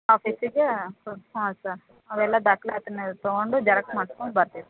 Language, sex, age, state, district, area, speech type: Kannada, female, 30-45, Karnataka, Koppal, rural, conversation